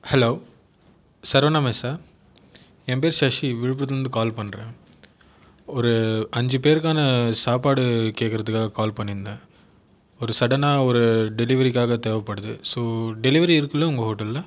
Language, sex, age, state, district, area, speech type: Tamil, male, 18-30, Tamil Nadu, Viluppuram, urban, spontaneous